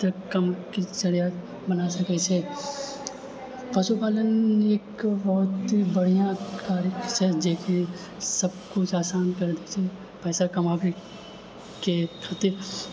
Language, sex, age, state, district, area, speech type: Maithili, male, 60+, Bihar, Purnia, rural, spontaneous